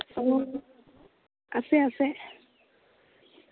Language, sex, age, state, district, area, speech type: Assamese, female, 18-30, Assam, Charaideo, urban, conversation